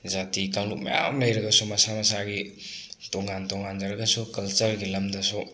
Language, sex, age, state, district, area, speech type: Manipuri, male, 18-30, Manipur, Thoubal, rural, spontaneous